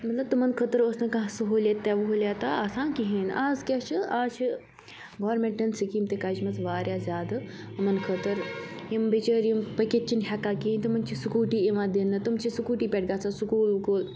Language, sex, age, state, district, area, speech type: Kashmiri, female, 18-30, Jammu and Kashmir, Kupwara, rural, spontaneous